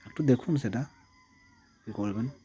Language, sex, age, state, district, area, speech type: Bengali, male, 30-45, West Bengal, Cooch Behar, urban, spontaneous